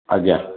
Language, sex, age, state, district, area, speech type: Odia, male, 60+, Odisha, Gajapati, rural, conversation